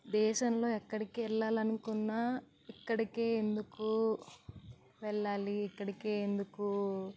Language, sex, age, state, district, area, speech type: Telugu, female, 18-30, Andhra Pradesh, East Godavari, rural, spontaneous